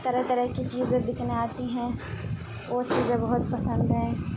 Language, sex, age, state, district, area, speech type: Urdu, female, 45-60, Bihar, Khagaria, rural, spontaneous